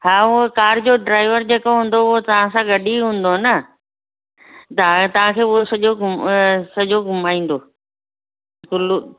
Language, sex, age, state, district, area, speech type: Sindhi, female, 60+, Delhi, South Delhi, urban, conversation